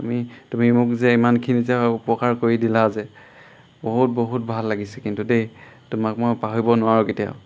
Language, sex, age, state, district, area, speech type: Assamese, male, 18-30, Assam, Golaghat, rural, spontaneous